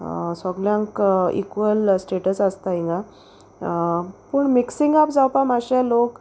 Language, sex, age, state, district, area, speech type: Goan Konkani, female, 30-45, Goa, Salcete, rural, spontaneous